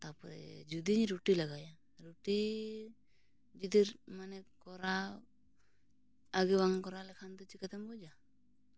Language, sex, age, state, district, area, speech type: Santali, female, 18-30, West Bengal, Purulia, rural, spontaneous